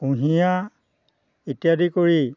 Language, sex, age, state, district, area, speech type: Assamese, male, 60+, Assam, Dhemaji, rural, spontaneous